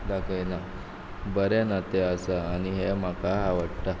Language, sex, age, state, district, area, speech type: Goan Konkani, male, 18-30, Goa, Quepem, rural, spontaneous